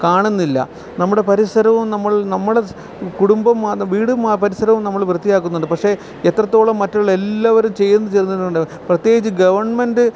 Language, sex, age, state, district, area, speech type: Malayalam, male, 45-60, Kerala, Alappuzha, rural, spontaneous